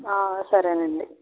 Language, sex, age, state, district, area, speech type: Telugu, female, 45-60, Andhra Pradesh, Kakinada, rural, conversation